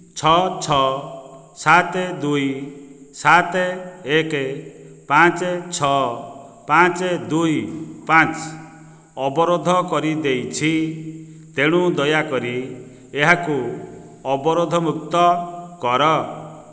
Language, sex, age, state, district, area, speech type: Odia, male, 45-60, Odisha, Nayagarh, rural, read